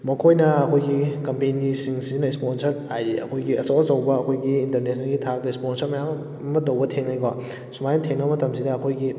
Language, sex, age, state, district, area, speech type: Manipuri, male, 18-30, Manipur, Kakching, rural, spontaneous